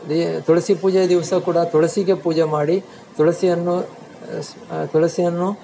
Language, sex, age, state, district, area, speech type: Kannada, male, 45-60, Karnataka, Dakshina Kannada, rural, spontaneous